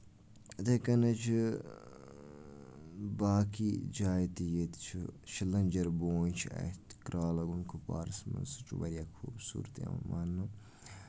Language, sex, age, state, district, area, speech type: Kashmiri, male, 30-45, Jammu and Kashmir, Kupwara, rural, spontaneous